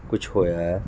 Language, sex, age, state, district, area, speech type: Punjabi, male, 30-45, Punjab, Mansa, urban, spontaneous